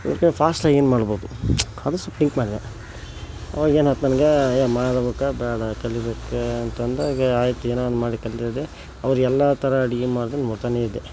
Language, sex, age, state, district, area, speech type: Kannada, male, 30-45, Karnataka, Koppal, rural, spontaneous